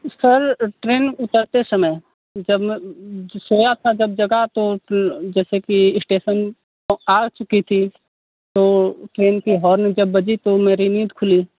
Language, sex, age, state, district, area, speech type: Hindi, male, 30-45, Uttar Pradesh, Mau, rural, conversation